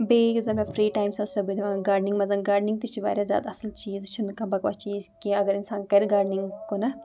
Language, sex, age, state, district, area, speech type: Kashmiri, female, 18-30, Jammu and Kashmir, Ganderbal, rural, spontaneous